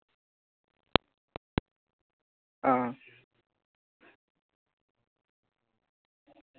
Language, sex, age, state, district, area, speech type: Dogri, male, 18-30, Jammu and Kashmir, Samba, rural, conversation